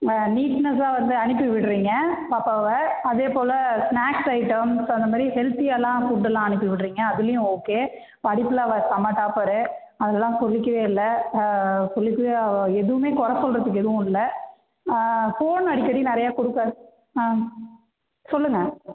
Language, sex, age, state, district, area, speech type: Tamil, female, 45-60, Tamil Nadu, Cuddalore, rural, conversation